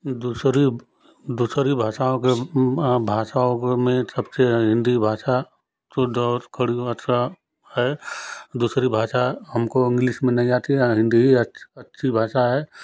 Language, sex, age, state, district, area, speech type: Hindi, male, 45-60, Uttar Pradesh, Ghazipur, rural, spontaneous